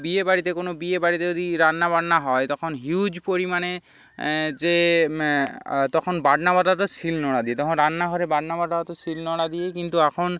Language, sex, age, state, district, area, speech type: Bengali, male, 18-30, West Bengal, Hooghly, urban, spontaneous